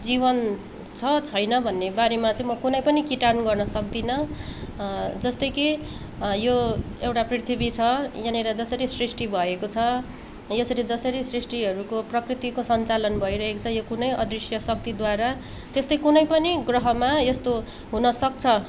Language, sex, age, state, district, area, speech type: Nepali, female, 18-30, West Bengal, Darjeeling, rural, spontaneous